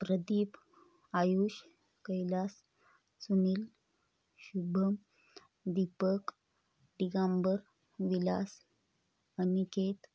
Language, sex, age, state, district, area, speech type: Marathi, female, 45-60, Maharashtra, Hingoli, urban, spontaneous